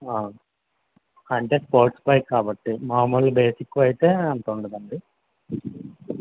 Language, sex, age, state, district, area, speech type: Telugu, male, 30-45, Telangana, Mancherial, rural, conversation